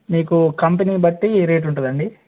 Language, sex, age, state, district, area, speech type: Telugu, male, 18-30, Telangana, Nagarkurnool, urban, conversation